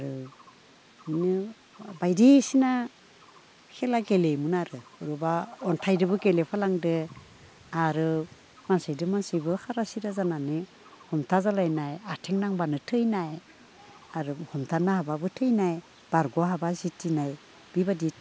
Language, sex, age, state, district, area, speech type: Bodo, female, 60+, Assam, Udalguri, rural, spontaneous